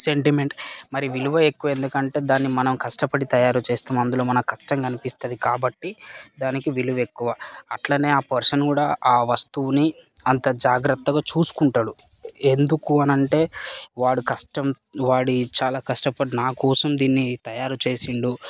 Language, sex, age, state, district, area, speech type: Telugu, male, 18-30, Telangana, Mancherial, rural, spontaneous